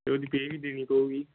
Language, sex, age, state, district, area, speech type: Punjabi, male, 18-30, Punjab, Moga, rural, conversation